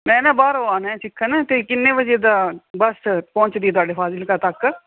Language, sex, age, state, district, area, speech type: Punjabi, female, 30-45, Punjab, Fazilka, rural, conversation